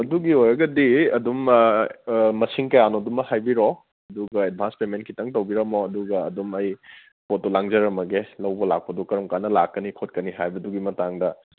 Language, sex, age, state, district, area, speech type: Manipuri, male, 30-45, Manipur, Kangpokpi, urban, conversation